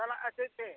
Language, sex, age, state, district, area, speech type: Santali, male, 60+, Odisha, Mayurbhanj, rural, conversation